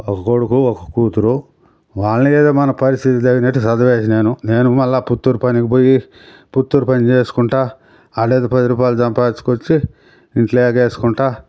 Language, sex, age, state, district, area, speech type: Telugu, male, 60+, Andhra Pradesh, Sri Balaji, urban, spontaneous